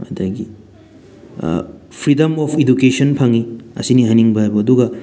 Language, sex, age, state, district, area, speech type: Manipuri, male, 30-45, Manipur, Thoubal, rural, spontaneous